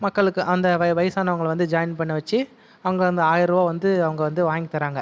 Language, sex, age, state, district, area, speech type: Tamil, male, 30-45, Tamil Nadu, Viluppuram, urban, spontaneous